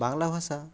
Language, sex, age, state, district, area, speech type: Bengali, male, 30-45, West Bengal, Jhargram, rural, spontaneous